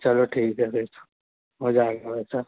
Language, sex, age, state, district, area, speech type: Hindi, male, 18-30, Madhya Pradesh, Harda, urban, conversation